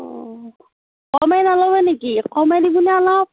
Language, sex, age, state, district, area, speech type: Assamese, female, 18-30, Assam, Darrang, rural, conversation